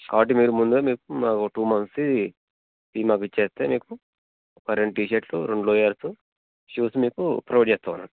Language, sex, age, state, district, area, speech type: Telugu, male, 30-45, Telangana, Jangaon, rural, conversation